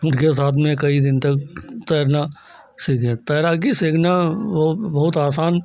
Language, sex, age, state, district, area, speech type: Hindi, male, 60+, Uttar Pradesh, Lucknow, rural, spontaneous